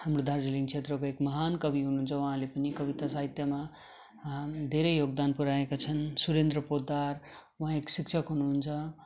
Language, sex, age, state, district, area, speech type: Nepali, male, 30-45, West Bengal, Darjeeling, rural, spontaneous